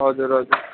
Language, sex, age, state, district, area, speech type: Nepali, male, 18-30, West Bengal, Jalpaiguri, rural, conversation